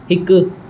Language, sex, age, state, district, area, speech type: Sindhi, male, 18-30, Maharashtra, Mumbai Suburban, urban, read